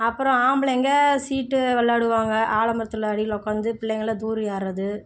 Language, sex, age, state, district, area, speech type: Tamil, female, 18-30, Tamil Nadu, Namakkal, rural, spontaneous